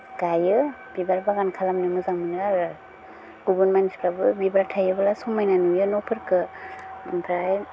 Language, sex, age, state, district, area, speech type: Bodo, female, 30-45, Assam, Udalguri, rural, spontaneous